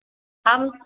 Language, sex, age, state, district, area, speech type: Urdu, female, 60+, Bihar, Khagaria, rural, conversation